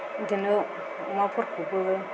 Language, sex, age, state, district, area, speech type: Bodo, female, 30-45, Assam, Kokrajhar, rural, spontaneous